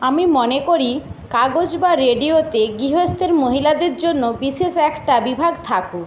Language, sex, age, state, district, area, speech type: Bengali, female, 18-30, West Bengal, Jhargram, rural, spontaneous